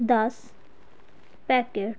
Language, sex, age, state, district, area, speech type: Punjabi, female, 18-30, Punjab, Fazilka, rural, read